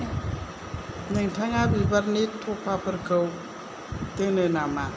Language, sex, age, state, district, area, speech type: Bodo, female, 60+, Assam, Kokrajhar, rural, read